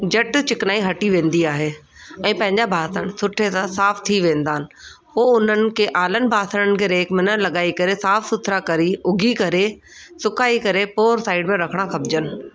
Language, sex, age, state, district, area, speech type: Sindhi, female, 30-45, Delhi, South Delhi, urban, spontaneous